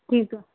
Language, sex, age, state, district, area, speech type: Sindhi, female, 18-30, Uttar Pradesh, Lucknow, urban, conversation